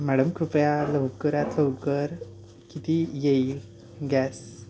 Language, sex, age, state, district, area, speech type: Marathi, male, 30-45, Maharashtra, Satara, urban, spontaneous